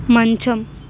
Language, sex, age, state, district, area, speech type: Telugu, female, 18-30, Telangana, Hyderabad, urban, read